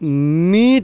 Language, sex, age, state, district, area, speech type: Santali, male, 45-60, West Bengal, Birbhum, rural, read